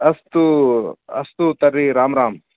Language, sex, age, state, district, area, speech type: Sanskrit, male, 45-60, Karnataka, Vijayapura, urban, conversation